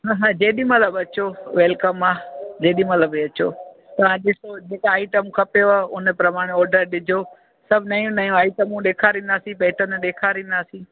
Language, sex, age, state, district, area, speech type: Sindhi, female, 45-60, Gujarat, Junagadh, rural, conversation